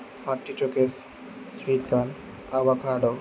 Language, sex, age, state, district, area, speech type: Telugu, male, 18-30, Andhra Pradesh, Kurnool, rural, spontaneous